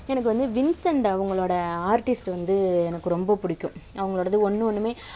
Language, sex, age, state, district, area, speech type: Tamil, female, 30-45, Tamil Nadu, Tiruvarur, urban, spontaneous